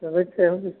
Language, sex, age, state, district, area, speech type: Hindi, male, 60+, Uttar Pradesh, Azamgarh, rural, conversation